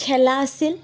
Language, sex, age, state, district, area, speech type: Assamese, female, 18-30, Assam, Sonitpur, rural, spontaneous